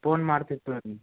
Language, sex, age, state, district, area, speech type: Kannada, male, 18-30, Karnataka, Gadag, urban, conversation